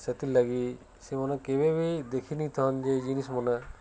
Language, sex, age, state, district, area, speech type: Odia, male, 45-60, Odisha, Nuapada, urban, spontaneous